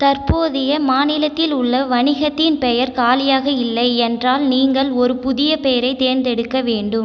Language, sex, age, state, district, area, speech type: Tamil, female, 18-30, Tamil Nadu, Cuddalore, rural, read